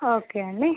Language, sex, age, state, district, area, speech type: Telugu, female, 45-60, Andhra Pradesh, Visakhapatnam, urban, conversation